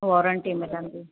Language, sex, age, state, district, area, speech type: Sindhi, female, 45-60, Maharashtra, Thane, urban, conversation